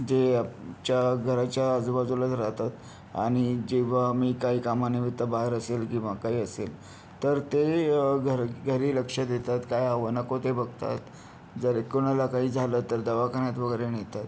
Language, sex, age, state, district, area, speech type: Marathi, male, 30-45, Maharashtra, Yavatmal, rural, spontaneous